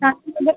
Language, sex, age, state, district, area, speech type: Marathi, female, 30-45, Maharashtra, Akola, rural, conversation